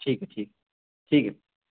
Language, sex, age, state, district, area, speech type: Urdu, male, 18-30, Bihar, Darbhanga, rural, conversation